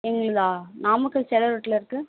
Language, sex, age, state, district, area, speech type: Tamil, female, 18-30, Tamil Nadu, Namakkal, rural, conversation